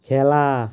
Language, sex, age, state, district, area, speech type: Assamese, male, 30-45, Assam, Biswanath, rural, read